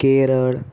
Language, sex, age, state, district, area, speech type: Gujarati, male, 18-30, Gujarat, Ahmedabad, urban, spontaneous